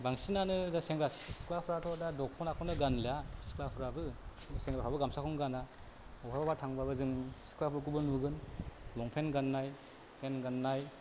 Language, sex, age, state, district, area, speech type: Bodo, male, 30-45, Assam, Kokrajhar, rural, spontaneous